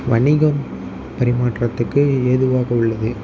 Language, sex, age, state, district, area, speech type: Tamil, male, 18-30, Tamil Nadu, Tiruvarur, urban, spontaneous